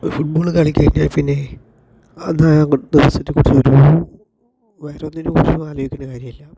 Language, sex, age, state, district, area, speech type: Malayalam, male, 30-45, Kerala, Palakkad, rural, spontaneous